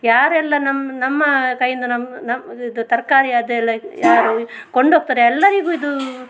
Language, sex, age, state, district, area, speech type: Kannada, female, 30-45, Karnataka, Dakshina Kannada, rural, spontaneous